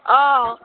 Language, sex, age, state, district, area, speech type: Assamese, female, 18-30, Assam, Nalbari, rural, conversation